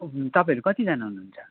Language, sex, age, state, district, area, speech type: Nepali, male, 30-45, West Bengal, Kalimpong, rural, conversation